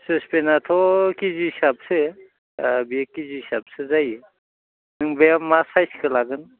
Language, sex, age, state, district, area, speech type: Bodo, male, 45-60, Assam, Udalguri, rural, conversation